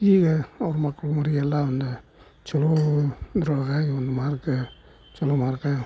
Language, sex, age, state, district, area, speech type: Kannada, male, 60+, Karnataka, Gadag, rural, spontaneous